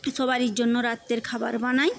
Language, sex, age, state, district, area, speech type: Bengali, female, 18-30, West Bengal, Paschim Medinipur, rural, spontaneous